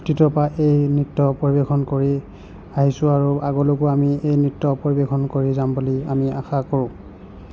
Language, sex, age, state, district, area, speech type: Assamese, male, 45-60, Assam, Nagaon, rural, spontaneous